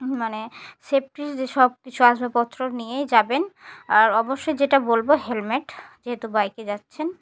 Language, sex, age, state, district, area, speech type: Bengali, female, 18-30, West Bengal, Murshidabad, urban, spontaneous